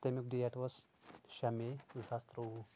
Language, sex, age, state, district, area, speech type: Kashmiri, male, 18-30, Jammu and Kashmir, Shopian, rural, spontaneous